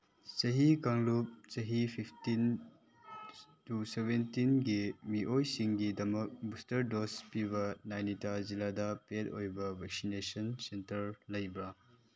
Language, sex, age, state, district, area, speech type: Manipuri, male, 18-30, Manipur, Chandel, rural, read